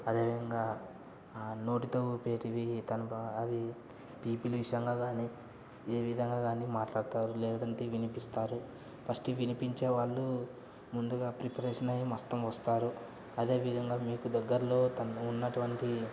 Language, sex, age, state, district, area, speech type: Telugu, male, 30-45, Andhra Pradesh, Kadapa, rural, spontaneous